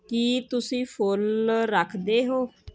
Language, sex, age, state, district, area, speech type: Punjabi, female, 30-45, Punjab, Moga, rural, read